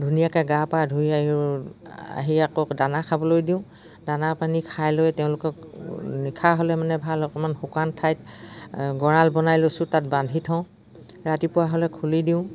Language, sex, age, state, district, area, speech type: Assamese, female, 60+, Assam, Dibrugarh, rural, spontaneous